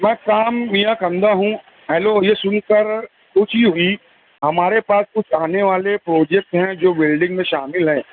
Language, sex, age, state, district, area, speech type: Urdu, male, 45-60, Maharashtra, Nashik, urban, conversation